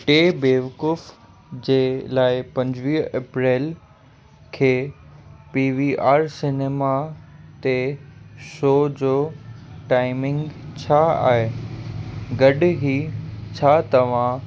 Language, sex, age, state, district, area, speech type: Sindhi, male, 18-30, Gujarat, Kutch, urban, read